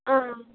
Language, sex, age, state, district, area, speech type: Malayalam, female, 18-30, Kerala, Thrissur, urban, conversation